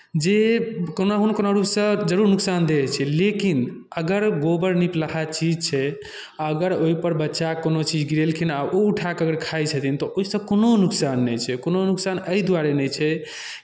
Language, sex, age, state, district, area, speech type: Maithili, male, 18-30, Bihar, Darbhanga, rural, spontaneous